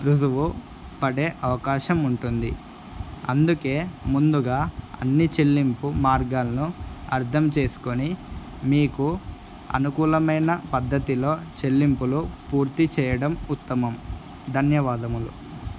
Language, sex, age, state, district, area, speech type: Telugu, male, 18-30, Andhra Pradesh, Kadapa, urban, spontaneous